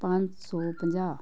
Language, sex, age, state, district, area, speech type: Punjabi, female, 18-30, Punjab, Patiala, rural, spontaneous